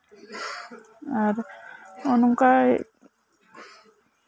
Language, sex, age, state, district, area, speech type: Santali, female, 30-45, West Bengal, Bankura, rural, spontaneous